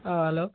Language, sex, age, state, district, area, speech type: Malayalam, male, 18-30, Kerala, Malappuram, rural, conversation